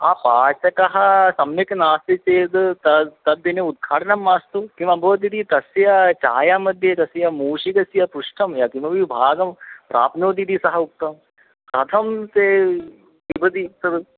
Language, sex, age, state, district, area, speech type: Sanskrit, male, 30-45, Kerala, Ernakulam, rural, conversation